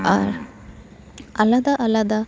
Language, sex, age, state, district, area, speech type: Santali, female, 18-30, West Bengal, Purba Bardhaman, rural, spontaneous